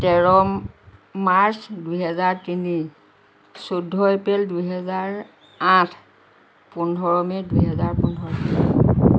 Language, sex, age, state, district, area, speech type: Assamese, female, 60+, Assam, Lakhimpur, rural, spontaneous